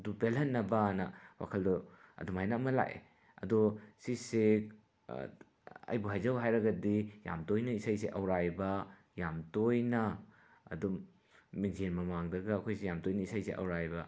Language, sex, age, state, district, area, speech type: Manipuri, male, 45-60, Manipur, Imphal West, urban, spontaneous